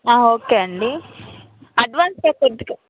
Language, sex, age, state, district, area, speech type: Telugu, female, 18-30, Andhra Pradesh, Nellore, rural, conversation